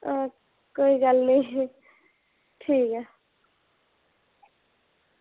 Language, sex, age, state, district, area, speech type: Dogri, female, 45-60, Jammu and Kashmir, Reasi, urban, conversation